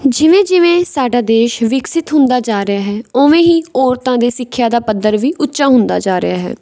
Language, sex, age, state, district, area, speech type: Punjabi, female, 18-30, Punjab, Patiala, rural, spontaneous